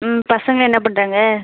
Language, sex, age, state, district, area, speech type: Tamil, female, 45-60, Tamil Nadu, Pudukkottai, rural, conversation